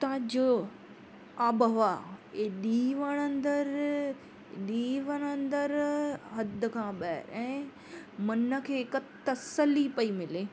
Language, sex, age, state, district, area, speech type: Sindhi, female, 30-45, Maharashtra, Mumbai Suburban, urban, spontaneous